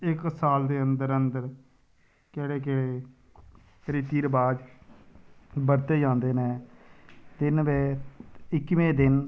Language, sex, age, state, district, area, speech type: Dogri, male, 30-45, Jammu and Kashmir, Samba, rural, spontaneous